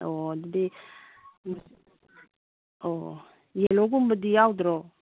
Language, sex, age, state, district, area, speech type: Manipuri, female, 45-60, Manipur, Kangpokpi, urban, conversation